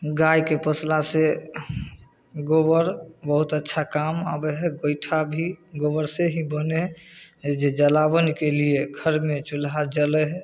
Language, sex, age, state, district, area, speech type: Maithili, male, 30-45, Bihar, Samastipur, rural, spontaneous